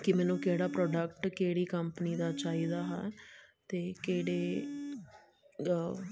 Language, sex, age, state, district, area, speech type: Punjabi, female, 18-30, Punjab, Muktsar, urban, spontaneous